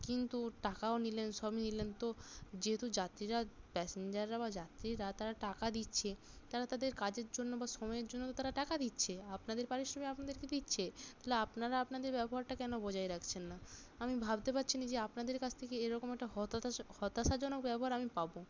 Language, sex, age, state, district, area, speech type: Bengali, female, 18-30, West Bengal, North 24 Parganas, rural, spontaneous